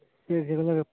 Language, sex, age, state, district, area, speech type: Tamil, male, 18-30, Tamil Nadu, Thoothukudi, rural, conversation